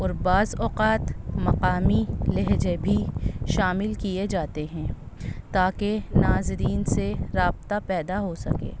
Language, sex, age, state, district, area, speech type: Urdu, female, 30-45, Delhi, North East Delhi, urban, spontaneous